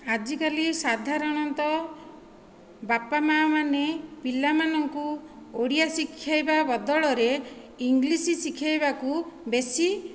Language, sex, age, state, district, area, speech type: Odia, female, 45-60, Odisha, Dhenkanal, rural, spontaneous